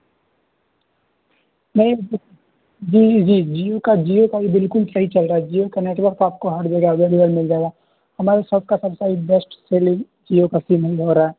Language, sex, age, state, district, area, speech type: Urdu, male, 18-30, Bihar, Khagaria, rural, conversation